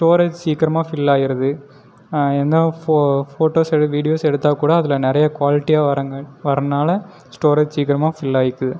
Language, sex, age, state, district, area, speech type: Tamil, male, 18-30, Tamil Nadu, Erode, rural, spontaneous